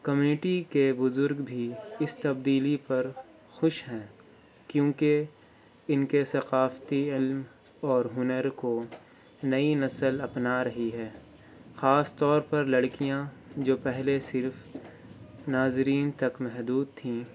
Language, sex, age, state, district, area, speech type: Urdu, male, 30-45, Bihar, Gaya, urban, spontaneous